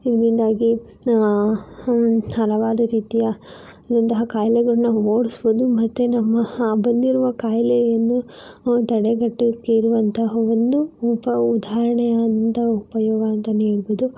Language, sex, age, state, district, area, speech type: Kannada, female, 45-60, Karnataka, Chikkaballapur, rural, spontaneous